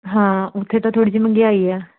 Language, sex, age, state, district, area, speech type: Punjabi, female, 18-30, Punjab, Shaheed Bhagat Singh Nagar, rural, conversation